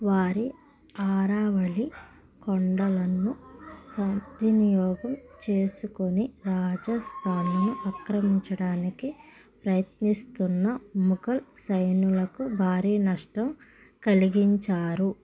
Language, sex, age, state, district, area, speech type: Telugu, female, 30-45, Andhra Pradesh, Krishna, rural, read